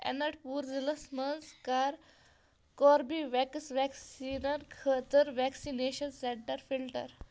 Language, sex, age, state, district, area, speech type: Kashmiri, female, 30-45, Jammu and Kashmir, Bandipora, rural, read